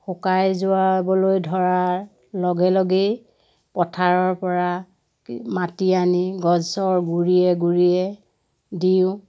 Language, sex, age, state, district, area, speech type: Assamese, female, 60+, Assam, Lakhimpur, rural, spontaneous